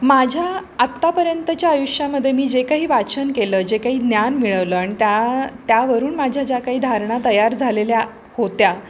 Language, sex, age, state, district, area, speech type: Marathi, female, 30-45, Maharashtra, Pune, urban, spontaneous